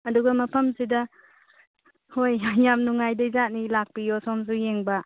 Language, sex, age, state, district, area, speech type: Manipuri, female, 18-30, Manipur, Churachandpur, rural, conversation